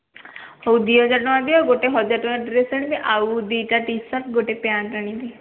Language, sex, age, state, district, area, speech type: Odia, female, 18-30, Odisha, Dhenkanal, rural, conversation